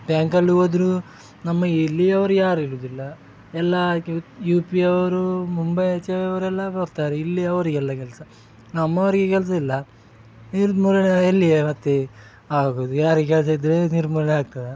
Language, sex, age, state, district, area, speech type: Kannada, male, 30-45, Karnataka, Udupi, rural, spontaneous